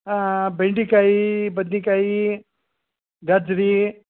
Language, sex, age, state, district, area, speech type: Kannada, male, 60+, Karnataka, Dharwad, rural, conversation